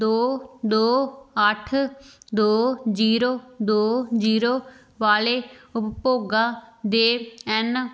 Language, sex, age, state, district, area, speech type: Punjabi, female, 18-30, Punjab, Tarn Taran, rural, read